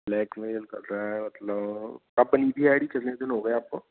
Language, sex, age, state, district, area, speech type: Hindi, male, 18-30, Rajasthan, Bharatpur, urban, conversation